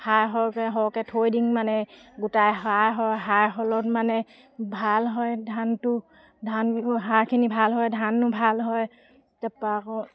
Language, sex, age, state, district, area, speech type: Assamese, female, 60+, Assam, Dibrugarh, rural, spontaneous